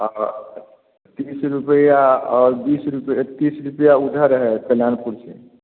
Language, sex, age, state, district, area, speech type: Hindi, male, 45-60, Bihar, Samastipur, rural, conversation